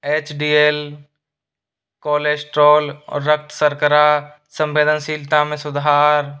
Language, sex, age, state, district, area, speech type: Hindi, male, 30-45, Rajasthan, Jaipur, urban, spontaneous